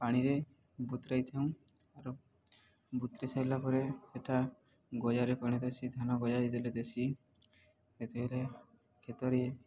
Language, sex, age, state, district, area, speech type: Odia, male, 18-30, Odisha, Subarnapur, urban, spontaneous